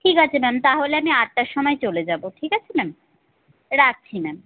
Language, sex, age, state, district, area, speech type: Bengali, female, 30-45, West Bengal, Kolkata, urban, conversation